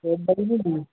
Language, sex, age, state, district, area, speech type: Punjabi, male, 45-60, Punjab, Muktsar, urban, conversation